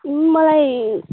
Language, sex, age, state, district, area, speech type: Nepali, female, 18-30, West Bengal, Kalimpong, rural, conversation